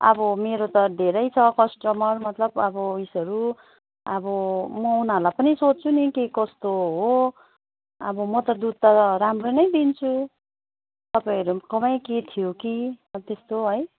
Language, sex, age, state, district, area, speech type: Nepali, female, 30-45, West Bengal, Darjeeling, rural, conversation